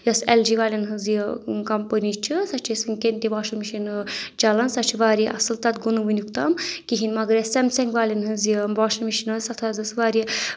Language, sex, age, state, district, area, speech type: Kashmiri, female, 30-45, Jammu and Kashmir, Anantnag, rural, spontaneous